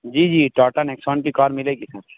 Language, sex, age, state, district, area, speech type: Urdu, male, 18-30, Uttar Pradesh, Saharanpur, urban, conversation